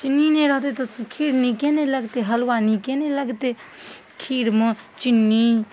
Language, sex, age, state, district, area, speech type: Maithili, female, 18-30, Bihar, Darbhanga, rural, spontaneous